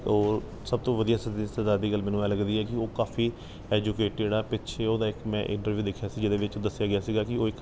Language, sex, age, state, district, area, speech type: Punjabi, male, 30-45, Punjab, Kapurthala, urban, spontaneous